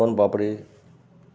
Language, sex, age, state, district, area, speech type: Sindhi, male, 60+, Gujarat, Kutch, rural, spontaneous